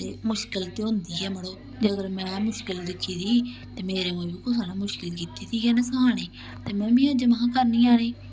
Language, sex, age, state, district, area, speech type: Dogri, female, 30-45, Jammu and Kashmir, Samba, rural, spontaneous